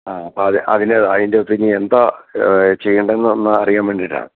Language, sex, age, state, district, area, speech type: Malayalam, male, 60+, Kerala, Idukki, rural, conversation